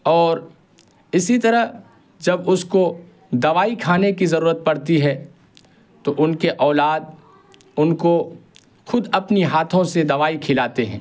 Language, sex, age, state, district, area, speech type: Urdu, male, 18-30, Bihar, Purnia, rural, spontaneous